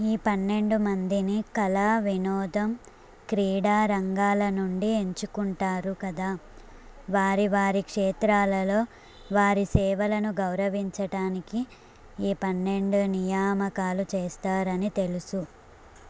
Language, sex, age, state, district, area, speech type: Telugu, female, 18-30, Telangana, Suryapet, urban, read